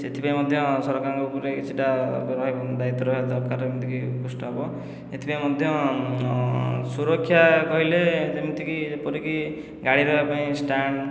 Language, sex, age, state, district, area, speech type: Odia, male, 18-30, Odisha, Khordha, rural, spontaneous